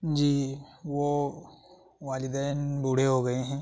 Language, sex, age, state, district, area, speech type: Urdu, male, 18-30, Uttar Pradesh, Saharanpur, urban, spontaneous